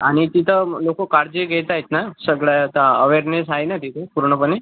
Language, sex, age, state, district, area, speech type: Marathi, male, 18-30, Maharashtra, Akola, rural, conversation